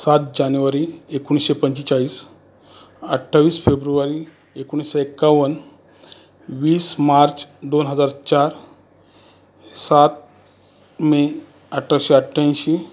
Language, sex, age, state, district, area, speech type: Marathi, male, 45-60, Maharashtra, Raigad, rural, spontaneous